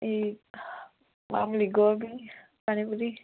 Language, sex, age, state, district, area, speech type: Kannada, female, 18-30, Karnataka, Chamarajanagar, rural, conversation